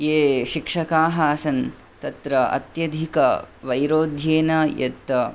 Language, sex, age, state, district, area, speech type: Sanskrit, male, 18-30, Karnataka, Bangalore Urban, rural, spontaneous